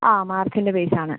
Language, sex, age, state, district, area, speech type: Malayalam, female, 18-30, Kerala, Palakkad, rural, conversation